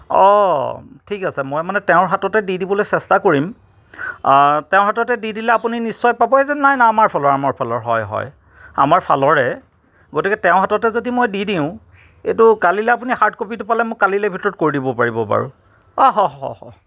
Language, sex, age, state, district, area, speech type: Assamese, male, 45-60, Assam, Golaghat, urban, spontaneous